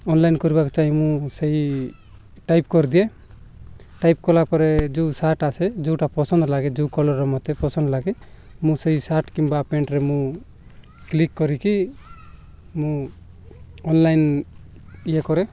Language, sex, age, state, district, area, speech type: Odia, male, 45-60, Odisha, Nabarangpur, rural, spontaneous